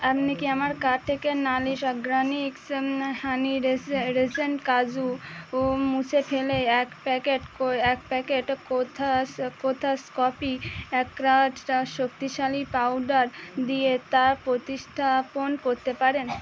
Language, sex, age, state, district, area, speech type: Bengali, female, 18-30, West Bengal, Birbhum, urban, read